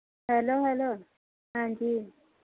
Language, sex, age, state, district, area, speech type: Punjabi, female, 45-60, Punjab, Mohali, rural, conversation